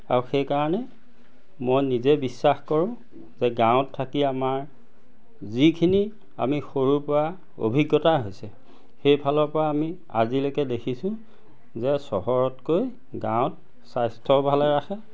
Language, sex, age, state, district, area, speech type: Assamese, male, 45-60, Assam, Majuli, urban, spontaneous